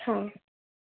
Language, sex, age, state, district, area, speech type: Hindi, female, 18-30, Madhya Pradesh, Narsinghpur, urban, conversation